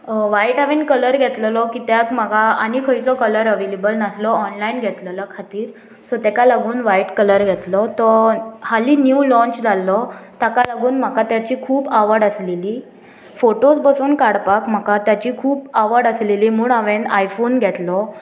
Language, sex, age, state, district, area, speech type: Goan Konkani, female, 18-30, Goa, Murmgao, urban, spontaneous